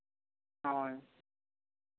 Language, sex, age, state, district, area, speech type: Santali, male, 18-30, Jharkhand, Seraikela Kharsawan, rural, conversation